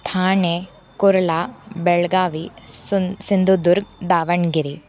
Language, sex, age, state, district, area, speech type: Sanskrit, female, 18-30, Maharashtra, Thane, urban, spontaneous